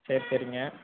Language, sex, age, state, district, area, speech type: Tamil, male, 18-30, Tamil Nadu, Erode, rural, conversation